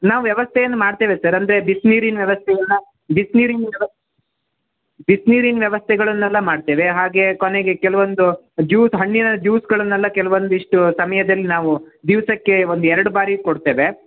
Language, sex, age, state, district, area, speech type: Kannada, male, 18-30, Karnataka, Shimoga, rural, conversation